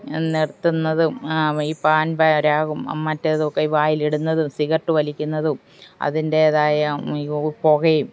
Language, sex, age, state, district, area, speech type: Malayalam, female, 45-60, Kerala, Alappuzha, rural, spontaneous